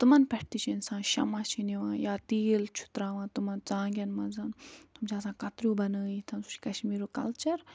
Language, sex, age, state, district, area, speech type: Kashmiri, female, 45-60, Jammu and Kashmir, Budgam, rural, spontaneous